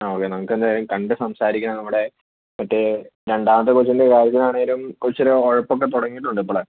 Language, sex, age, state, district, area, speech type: Malayalam, male, 18-30, Kerala, Idukki, urban, conversation